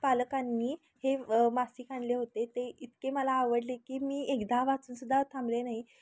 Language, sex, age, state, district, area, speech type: Marathi, female, 18-30, Maharashtra, Kolhapur, urban, spontaneous